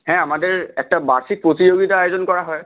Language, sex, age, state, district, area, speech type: Bengali, male, 18-30, West Bengal, Purba Medinipur, rural, conversation